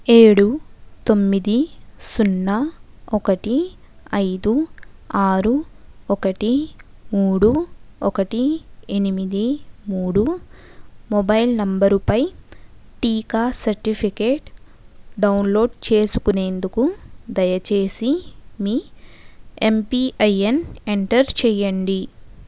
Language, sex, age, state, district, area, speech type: Telugu, female, 60+, Andhra Pradesh, Kakinada, rural, read